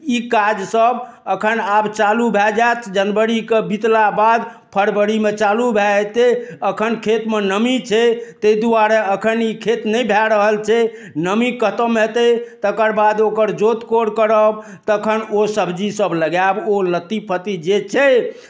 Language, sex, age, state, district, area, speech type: Maithili, male, 60+, Bihar, Darbhanga, rural, spontaneous